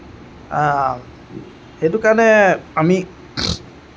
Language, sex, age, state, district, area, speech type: Assamese, male, 45-60, Assam, Lakhimpur, rural, spontaneous